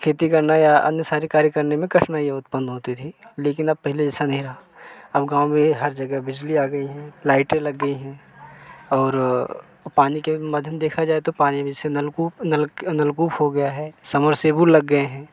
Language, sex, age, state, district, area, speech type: Hindi, male, 30-45, Uttar Pradesh, Jaunpur, rural, spontaneous